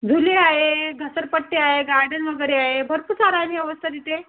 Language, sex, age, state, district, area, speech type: Marathi, female, 30-45, Maharashtra, Thane, urban, conversation